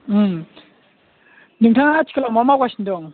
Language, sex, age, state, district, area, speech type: Bodo, male, 18-30, Assam, Baksa, rural, conversation